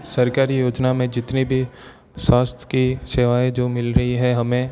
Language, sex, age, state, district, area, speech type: Hindi, male, 18-30, Rajasthan, Jodhpur, urban, spontaneous